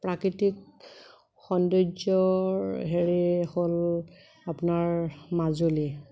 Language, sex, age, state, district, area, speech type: Assamese, female, 30-45, Assam, Kamrup Metropolitan, urban, spontaneous